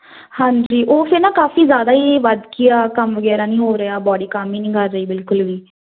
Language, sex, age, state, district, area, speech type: Punjabi, female, 18-30, Punjab, Tarn Taran, urban, conversation